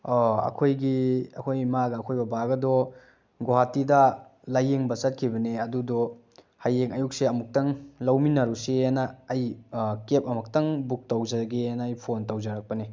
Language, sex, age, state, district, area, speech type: Manipuri, male, 30-45, Manipur, Bishnupur, rural, spontaneous